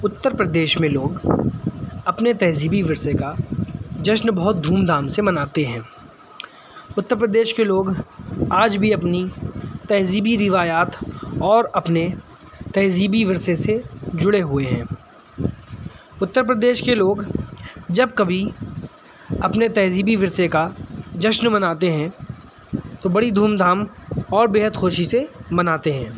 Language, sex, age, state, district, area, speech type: Urdu, male, 18-30, Uttar Pradesh, Shahjahanpur, urban, spontaneous